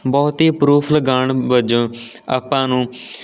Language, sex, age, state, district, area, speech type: Punjabi, male, 18-30, Punjab, Patiala, rural, spontaneous